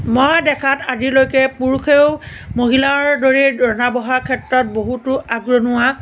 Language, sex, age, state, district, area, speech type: Assamese, female, 45-60, Assam, Morigaon, rural, spontaneous